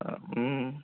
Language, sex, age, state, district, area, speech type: Assamese, male, 30-45, Assam, Sonitpur, rural, conversation